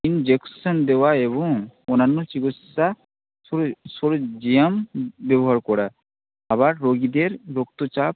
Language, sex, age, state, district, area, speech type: Bengali, male, 18-30, West Bengal, Malda, rural, conversation